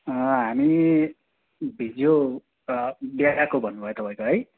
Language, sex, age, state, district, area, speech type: Nepali, male, 30-45, West Bengal, Kalimpong, rural, conversation